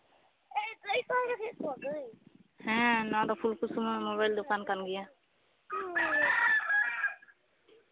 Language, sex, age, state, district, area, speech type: Santali, female, 18-30, West Bengal, Bankura, rural, conversation